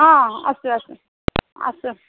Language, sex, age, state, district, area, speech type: Assamese, female, 45-60, Assam, Darrang, rural, conversation